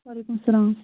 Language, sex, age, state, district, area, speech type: Kashmiri, female, 18-30, Jammu and Kashmir, Shopian, rural, conversation